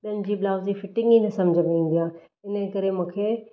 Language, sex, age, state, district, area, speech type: Sindhi, female, 30-45, Maharashtra, Thane, urban, spontaneous